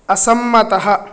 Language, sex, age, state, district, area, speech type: Sanskrit, male, 18-30, Karnataka, Dakshina Kannada, rural, read